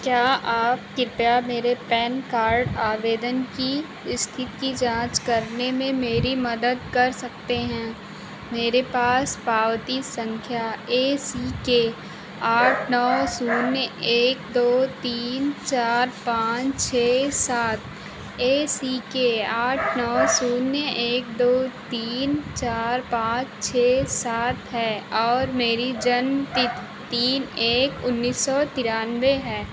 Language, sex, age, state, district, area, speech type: Hindi, female, 45-60, Uttar Pradesh, Ayodhya, rural, read